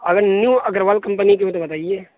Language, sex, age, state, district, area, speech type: Urdu, male, 18-30, Uttar Pradesh, Saharanpur, urban, conversation